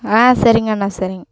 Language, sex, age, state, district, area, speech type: Tamil, female, 18-30, Tamil Nadu, Coimbatore, rural, spontaneous